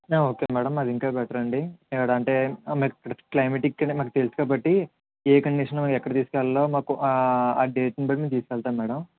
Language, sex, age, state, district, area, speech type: Telugu, male, 45-60, Andhra Pradesh, Kakinada, rural, conversation